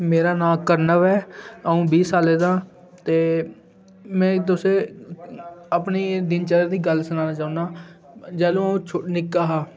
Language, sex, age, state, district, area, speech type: Dogri, male, 18-30, Jammu and Kashmir, Udhampur, urban, spontaneous